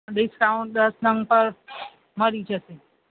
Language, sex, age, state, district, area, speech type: Gujarati, female, 30-45, Gujarat, Aravalli, urban, conversation